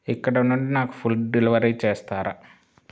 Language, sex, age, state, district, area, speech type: Telugu, male, 18-30, Telangana, Mancherial, rural, read